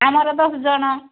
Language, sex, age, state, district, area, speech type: Odia, female, 60+, Odisha, Angul, rural, conversation